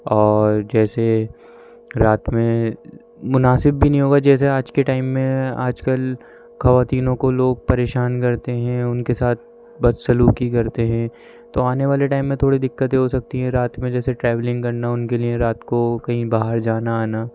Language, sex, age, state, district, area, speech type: Urdu, male, 30-45, Delhi, Central Delhi, urban, spontaneous